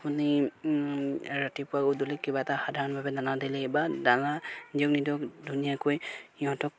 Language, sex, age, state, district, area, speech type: Assamese, male, 30-45, Assam, Golaghat, rural, spontaneous